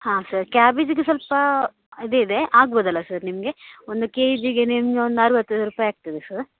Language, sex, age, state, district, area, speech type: Kannada, female, 18-30, Karnataka, Dakshina Kannada, rural, conversation